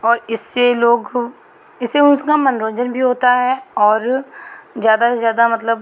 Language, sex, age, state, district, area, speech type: Hindi, female, 45-60, Uttar Pradesh, Chandauli, urban, spontaneous